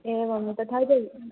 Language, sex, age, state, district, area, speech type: Sanskrit, female, 18-30, Maharashtra, Wardha, urban, conversation